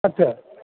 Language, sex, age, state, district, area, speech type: Bengali, male, 30-45, West Bengal, Howrah, urban, conversation